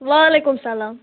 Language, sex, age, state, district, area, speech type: Kashmiri, female, 45-60, Jammu and Kashmir, Srinagar, urban, conversation